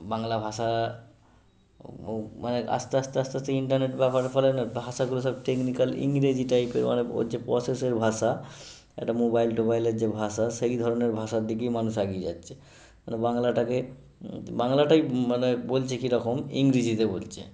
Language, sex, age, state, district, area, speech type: Bengali, male, 30-45, West Bengal, Howrah, urban, spontaneous